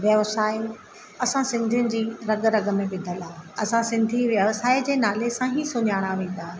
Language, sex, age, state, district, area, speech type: Sindhi, female, 30-45, Madhya Pradesh, Katni, urban, spontaneous